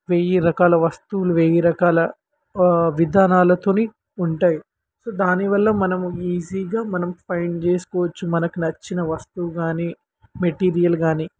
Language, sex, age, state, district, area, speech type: Telugu, male, 18-30, Telangana, Warangal, rural, spontaneous